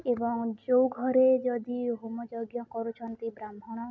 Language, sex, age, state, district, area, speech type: Odia, female, 18-30, Odisha, Balangir, urban, spontaneous